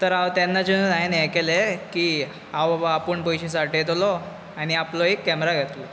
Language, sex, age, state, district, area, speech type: Goan Konkani, male, 18-30, Goa, Bardez, urban, spontaneous